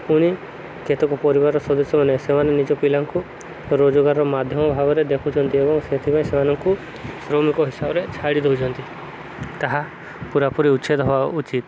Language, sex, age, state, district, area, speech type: Odia, male, 18-30, Odisha, Subarnapur, urban, spontaneous